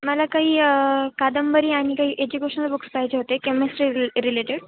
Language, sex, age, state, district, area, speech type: Marathi, female, 18-30, Maharashtra, Ahmednagar, urban, conversation